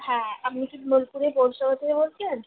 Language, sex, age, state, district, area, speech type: Bengali, female, 45-60, West Bengal, Birbhum, urban, conversation